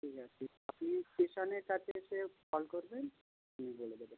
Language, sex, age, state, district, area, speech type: Bengali, male, 45-60, West Bengal, South 24 Parganas, rural, conversation